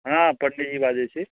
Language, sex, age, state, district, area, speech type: Maithili, male, 45-60, Bihar, Araria, rural, conversation